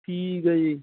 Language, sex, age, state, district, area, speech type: Punjabi, male, 18-30, Punjab, Barnala, rural, conversation